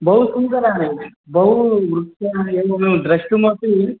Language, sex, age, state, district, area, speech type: Sanskrit, male, 30-45, Telangana, Medak, rural, conversation